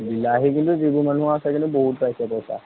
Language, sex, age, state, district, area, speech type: Assamese, male, 45-60, Assam, Darrang, rural, conversation